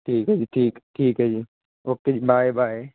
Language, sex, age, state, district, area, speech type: Punjabi, male, 18-30, Punjab, Hoshiarpur, urban, conversation